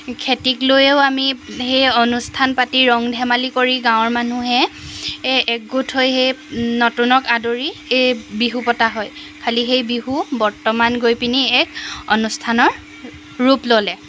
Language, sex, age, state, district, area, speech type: Assamese, female, 30-45, Assam, Jorhat, urban, spontaneous